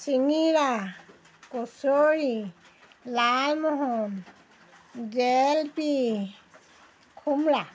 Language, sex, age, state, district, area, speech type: Assamese, female, 60+, Assam, Golaghat, urban, spontaneous